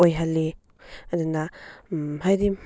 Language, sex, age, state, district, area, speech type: Manipuri, female, 30-45, Manipur, Chandel, rural, spontaneous